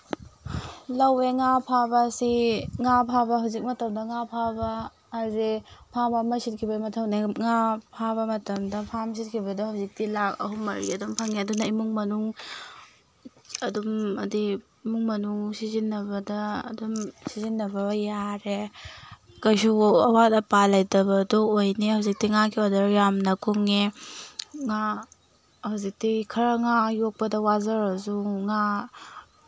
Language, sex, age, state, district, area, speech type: Manipuri, female, 18-30, Manipur, Tengnoupal, rural, spontaneous